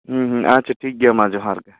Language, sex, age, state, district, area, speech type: Santali, male, 18-30, West Bengal, Bankura, rural, conversation